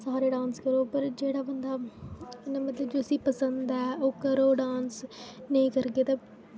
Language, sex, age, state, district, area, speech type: Dogri, female, 18-30, Jammu and Kashmir, Jammu, rural, spontaneous